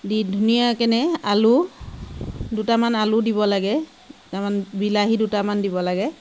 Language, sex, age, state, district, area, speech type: Assamese, female, 30-45, Assam, Sivasagar, rural, spontaneous